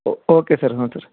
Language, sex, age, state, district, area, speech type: Kannada, male, 30-45, Karnataka, Gadag, rural, conversation